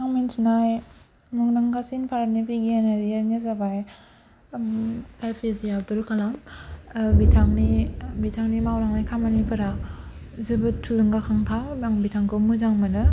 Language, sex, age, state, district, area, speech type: Bodo, female, 18-30, Assam, Baksa, rural, spontaneous